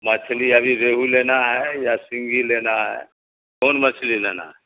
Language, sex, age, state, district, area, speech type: Urdu, male, 60+, Bihar, Supaul, rural, conversation